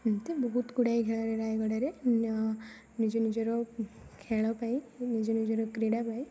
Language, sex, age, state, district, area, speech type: Odia, female, 18-30, Odisha, Rayagada, rural, spontaneous